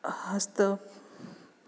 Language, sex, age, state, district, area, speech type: Sanskrit, female, 45-60, Maharashtra, Nagpur, urban, spontaneous